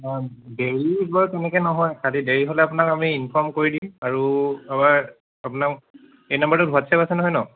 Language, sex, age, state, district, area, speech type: Assamese, male, 18-30, Assam, Charaideo, urban, conversation